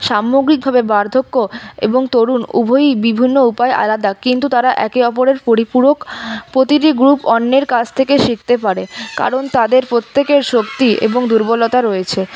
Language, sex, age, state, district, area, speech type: Bengali, female, 30-45, West Bengal, Paschim Bardhaman, urban, spontaneous